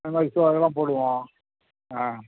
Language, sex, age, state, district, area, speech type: Tamil, male, 60+, Tamil Nadu, Madurai, rural, conversation